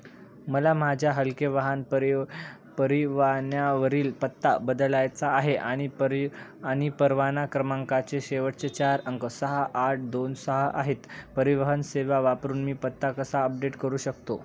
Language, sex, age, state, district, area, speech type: Marathi, male, 18-30, Maharashtra, Nanded, rural, read